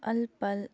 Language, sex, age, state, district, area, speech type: Kashmiri, female, 18-30, Jammu and Kashmir, Kupwara, rural, spontaneous